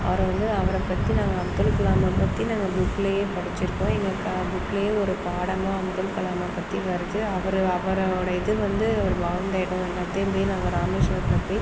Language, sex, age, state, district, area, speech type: Tamil, female, 30-45, Tamil Nadu, Pudukkottai, rural, spontaneous